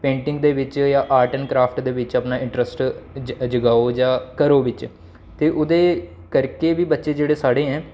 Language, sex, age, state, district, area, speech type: Dogri, male, 18-30, Jammu and Kashmir, Samba, rural, spontaneous